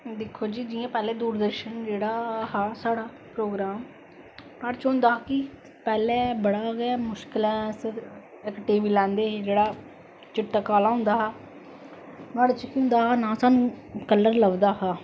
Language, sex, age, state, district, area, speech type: Dogri, female, 45-60, Jammu and Kashmir, Samba, rural, spontaneous